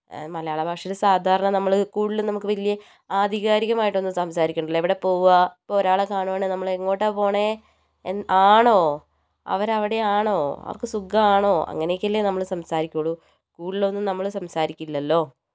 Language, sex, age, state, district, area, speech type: Malayalam, female, 60+, Kerala, Wayanad, rural, spontaneous